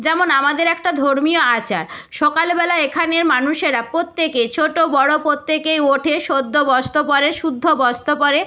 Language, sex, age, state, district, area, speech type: Bengali, female, 60+, West Bengal, Nadia, rural, spontaneous